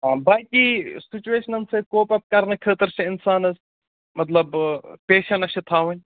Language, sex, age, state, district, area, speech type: Kashmiri, male, 30-45, Jammu and Kashmir, Baramulla, urban, conversation